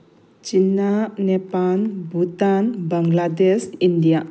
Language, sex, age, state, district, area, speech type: Manipuri, female, 30-45, Manipur, Bishnupur, rural, spontaneous